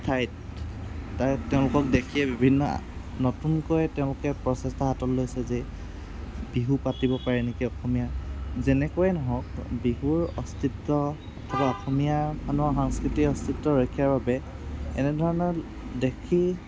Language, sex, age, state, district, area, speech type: Assamese, male, 18-30, Assam, Kamrup Metropolitan, urban, spontaneous